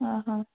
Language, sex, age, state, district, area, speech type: Odia, female, 18-30, Odisha, Jajpur, rural, conversation